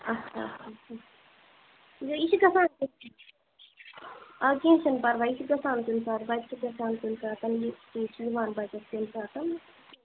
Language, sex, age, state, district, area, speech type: Kashmiri, female, 18-30, Jammu and Kashmir, Bandipora, rural, conversation